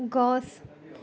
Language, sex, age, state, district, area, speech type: Assamese, female, 18-30, Assam, Jorhat, urban, read